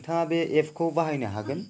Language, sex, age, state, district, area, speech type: Bodo, male, 18-30, Assam, Kokrajhar, rural, spontaneous